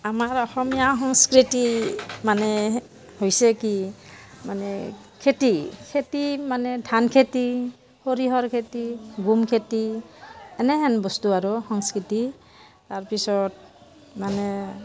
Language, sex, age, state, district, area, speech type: Assamese, female, 45-60, Assam, Barpeta, rural, spontaneous